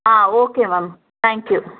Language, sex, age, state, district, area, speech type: Tamil, female, 30-45, Tamil Nadu, Cuddalore, urban, conversation